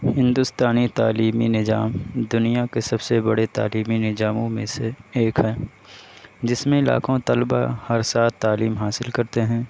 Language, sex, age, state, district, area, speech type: Urdu, male, 18-30, Uttar Pradesh, Balrampur, rural, spontaneous